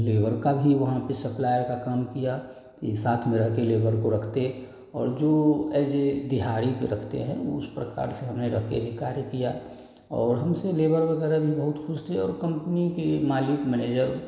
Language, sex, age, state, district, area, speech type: Hindi, male, 30-45, Bihar, Samastipur, rural, spontaneous